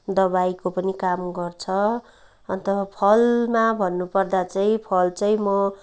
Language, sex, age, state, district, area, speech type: Nepali, female, 30-45, West Bengal, Kalimpong, rural, spontaneous